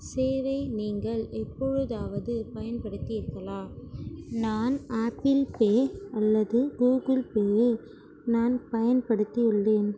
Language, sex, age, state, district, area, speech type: Tamil, female, 18-30, Tamil Nadu, Ranipet, urban, spontaneous